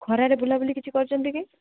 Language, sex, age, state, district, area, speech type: Odia, female, 18-30, Odisha, Malkangiri, urban, conversation